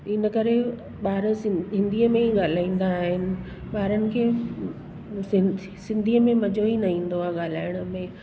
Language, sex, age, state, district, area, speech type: Sindhi, female, 45-60, Delhi, South Delhi, urban, spontaneous